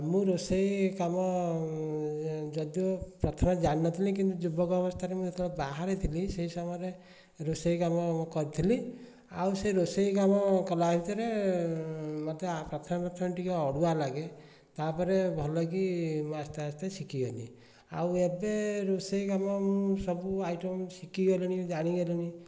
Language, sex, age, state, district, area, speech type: Odia, male, 45-60, Odisha, Dhenkanal, rural, spontaneous